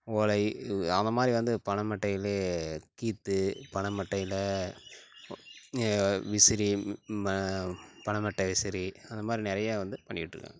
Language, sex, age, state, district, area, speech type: Tamil, male, 30-45, Tamil Nadu, Tiruchirappalli, rural, spontaneous